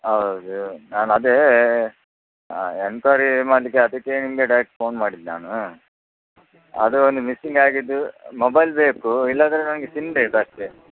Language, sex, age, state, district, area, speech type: Kannada, male, 30-45, Karnataka, Udupi, rural, conversation